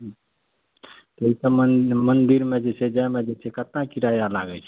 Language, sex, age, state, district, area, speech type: Maithili, male, 30-45, Bihar, Madhepura, rural, conversation